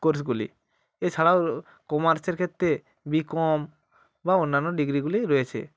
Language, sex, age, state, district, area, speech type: Bengali, male, 45-60, West Bengal, Hooghly, urban, spontaneous